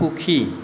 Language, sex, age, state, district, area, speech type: Assamese, male, 30-45, Assam, Kamrup Metropolitan, urban, read